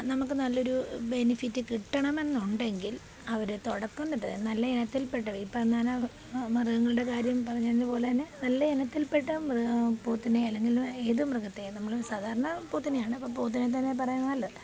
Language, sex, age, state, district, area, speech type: Malayalam, female, 30-45, Kerala, Pathanamthitta, rural, spontaneous